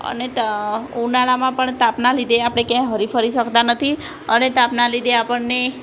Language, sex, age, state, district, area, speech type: Gujarati, female, 18-30, Gujarat, Ahmedabad, urban, spontaneous